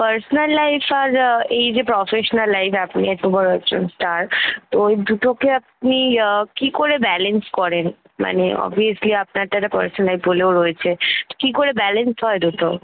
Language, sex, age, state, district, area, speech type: Bengali, female, 18-30, West Bengal, Kolkata, urban, conversation